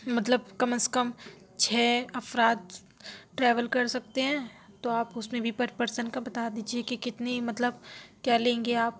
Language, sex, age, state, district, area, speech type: Urdu, female, 45-60, Uttar Pradesh, Aligarh, rural, spontaneous